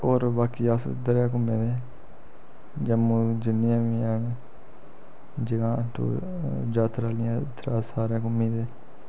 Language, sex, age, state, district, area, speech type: Dogri, male, 30-45, Jammu and Kashmir, Reasi, rural, spontaneous